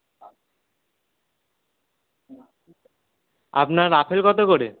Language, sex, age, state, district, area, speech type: Bengali, male, 18-30, West Bengal, Howrah, urban, conversation